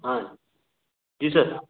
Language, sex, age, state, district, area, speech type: Hindi, male, 45-60, Madhya Pradesh, Gwalior, rural, conversation